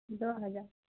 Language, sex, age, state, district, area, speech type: Urdu, female, 18-30, Bihar, Khagaria, rural, conversation